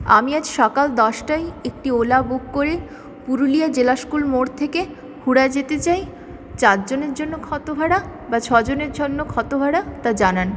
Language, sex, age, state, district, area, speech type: Bengali, female, 18-30, West Bengal, Purulia, urban, spontaneous